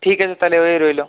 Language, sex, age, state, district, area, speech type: Bengali, male, 30-45, West Bengal, Purulia, urban, conversation